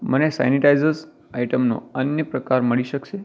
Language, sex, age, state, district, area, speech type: Gujarati, male, 18-30, Gujarat, Kutch, rural, read